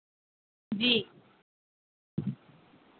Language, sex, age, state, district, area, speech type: Hindi, female, 18-30, Madhya Pradesh, Chhindwara, urban, conversation